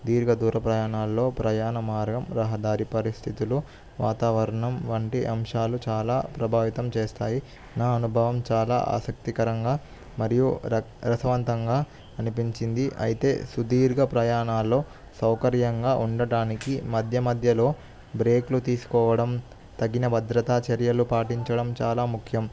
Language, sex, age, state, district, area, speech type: Telugu, male, 18-30, Telangana, Nizamabad, urban, spontaneous